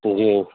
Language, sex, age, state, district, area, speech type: Urdu, male, 18-30, Bihar, Purnia, rural, conversation